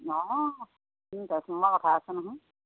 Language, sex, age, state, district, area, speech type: Assamese, female, 60+, Assam, Sivasagar, rural, conversation